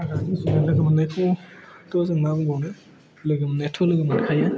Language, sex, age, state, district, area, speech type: Bodo, male, 18-30, Assam, Udalguri, rural, spontaneous